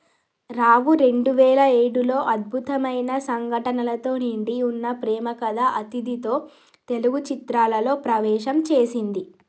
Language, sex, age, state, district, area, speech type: Telugu, female, 18-30, Telangana, Jagtial, urban, read